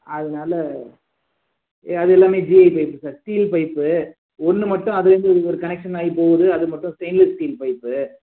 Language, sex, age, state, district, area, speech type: Tamil, male, 18-30, Tamil Nadu, Pudukkottai, rural, conversation